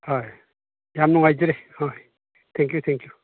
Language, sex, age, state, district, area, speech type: Manipuri, male, 60+, Manipur, Chandel, rural, conversation